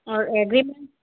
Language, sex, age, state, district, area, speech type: Hindi, female, 30-45, Madhya Pradesh, Gwalior, rural, conversation